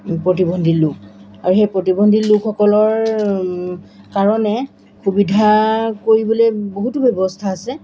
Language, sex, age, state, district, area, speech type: Assamese, female, 30-45, Assam, Golaghat, rural, spontaneous